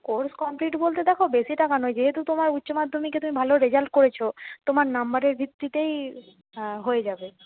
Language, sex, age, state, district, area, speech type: Bengali, female, 30-45, West Bengal, Nadia, urban, conversation